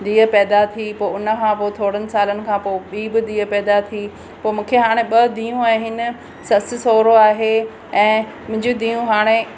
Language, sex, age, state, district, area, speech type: Sindhi, female, 45-60, Maharashtra, Pune, urban, spontaneous